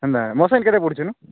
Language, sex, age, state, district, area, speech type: Odia, male, 18-30, Odisha, Kalahandi, rural, conversation